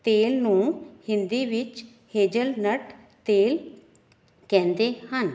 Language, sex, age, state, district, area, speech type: Punjabi, female, 45-60, Punjab, Jalandhar, urban, spontaneous